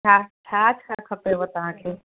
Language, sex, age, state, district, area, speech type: Sindhi, female, 45-60, Uttar Pradesh, Lucknow, urban, conversation